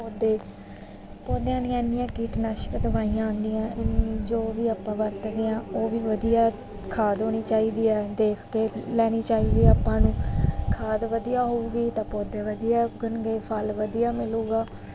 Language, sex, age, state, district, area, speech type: Punjabi, female, 30-45, Punjab, Mansa, urban, spontaneous